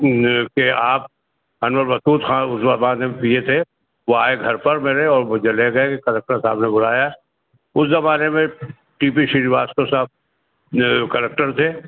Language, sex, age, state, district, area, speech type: Urdu, male, 60+, Uttar Pradesh, Rampur, urban, conversation